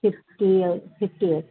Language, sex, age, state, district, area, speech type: Marathi, female, 45-60, Maharashtra, Nagpur, urban, conversation